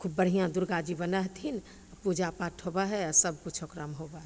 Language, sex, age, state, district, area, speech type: Maithili, female, 45-60, Bihar, Begusarai, rural, spontaneous